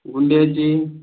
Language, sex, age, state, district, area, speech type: Marathi, male, 18-30, Maharashtra, Hingoli, urban, conversation